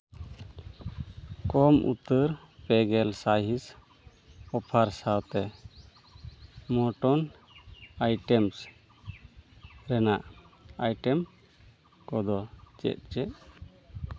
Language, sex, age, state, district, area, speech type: Santali, male, 30-45, West Bengal, Malda, rural, read